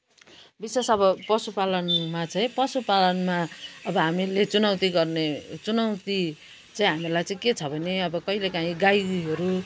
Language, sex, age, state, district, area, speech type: Nepali, female, 60+, West Bengal, Kalimpong, rural, spontaneous